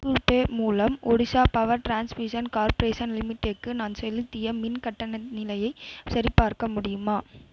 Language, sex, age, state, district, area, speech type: Tamil, female, 18-30, Tamil Nadu, Vellore, urban, read